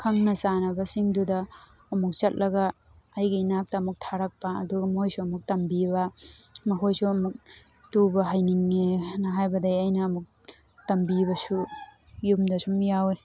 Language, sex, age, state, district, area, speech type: Manipuri, female, 18-30, Manipur, Thoubal, rural, spontaneous